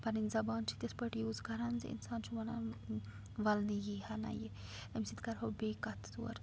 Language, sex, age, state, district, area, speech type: Kashmiri, female, 18-30, Jammu and Kashmir, Srinagar, rural, spontaneous